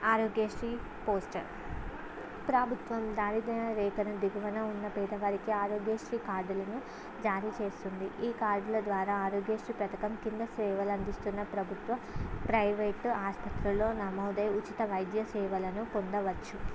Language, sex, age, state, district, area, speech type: Telugu, female, 18-30, Andhra Pradesh, Visakhapatnam, urban, spontaneous